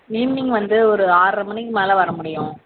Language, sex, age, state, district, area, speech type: Tamil, female, 30-45, Tamil Nadu, Tiruvallur, urban, conversation